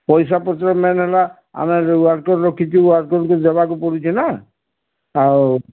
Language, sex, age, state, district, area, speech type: Odia, male, 60+, Odisha, Sundergarh, rural, conversation